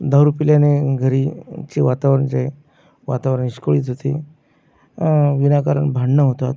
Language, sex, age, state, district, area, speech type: Marathi, male, 45-60, Maharashtra, Akola, urban, spontaneous